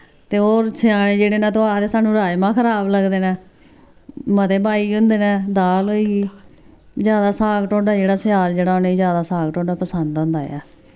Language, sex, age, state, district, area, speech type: Dogri, female, 45-60, Jammu and Kashmir, Samba, rural, spontaneous